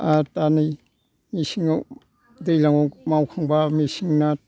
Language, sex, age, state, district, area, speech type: Bodo, male, 60+, Assam, Kokrajhar, urban, spontaneous